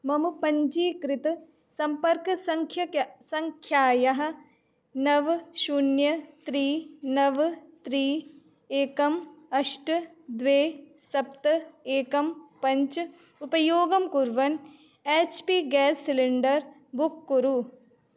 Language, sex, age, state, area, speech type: Sanskrit, female, 18-30, Uttar Pradesh, rural, read